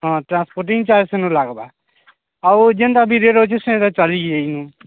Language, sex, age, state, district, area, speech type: Odia, male, 45-60, Odisha, Nuapada, urban, conversation